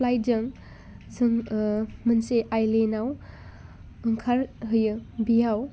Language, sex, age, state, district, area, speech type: Bodo, female, 18-30, Assam, Udalguri, urban, spontaneous